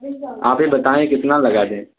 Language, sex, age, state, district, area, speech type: Urdu, male, 18-30, Uttar Pradesh, Balrampur, rural, conversation